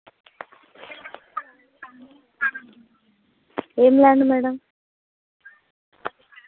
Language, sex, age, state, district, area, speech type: Telugu, female, 30-45, Telangana, Hanamkonda, rural, conversation